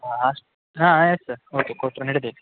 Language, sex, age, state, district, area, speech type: Kannada, male, 18-30, Karnataka, Gadag, rural, conversation